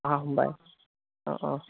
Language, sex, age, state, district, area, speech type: Assamese, male, 18-30, Assam, Golaghat, urban, conversation